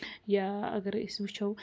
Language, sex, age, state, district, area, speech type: Kashmiri, female, 30-45, Jammu and Kashmir, Budgam, rural, spontaneous